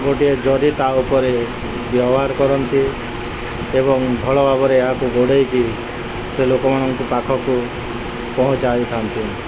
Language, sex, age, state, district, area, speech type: Odia, male, 30-45, Odisha, Nuapada, urban, spontaneous